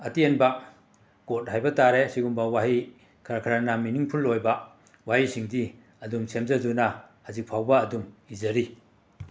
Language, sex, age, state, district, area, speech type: Manipuri, male, 60+, Manipur, Imphal West, urban, spontaneous